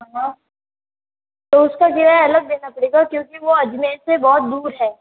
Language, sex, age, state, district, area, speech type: Hindi, female, 18-30, Rajasthan, Jodhpur, urban, conversation